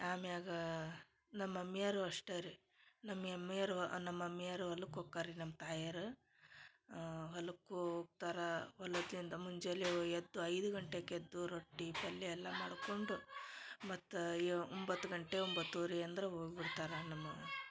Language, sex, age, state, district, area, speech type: Kannada, female, 30-45, Karnataka, Dharwad, rural, spontaneous